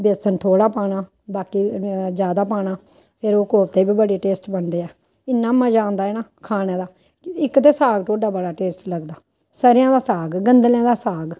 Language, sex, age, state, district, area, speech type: Dogri, female, 45-60, Jammu and Kashmir, Samba, rural, spontaneous